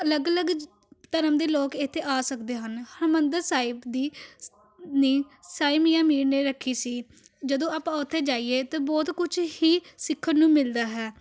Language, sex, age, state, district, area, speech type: Punjabi, female, 18-30, Punjab, Amritsar, urban, spontaneous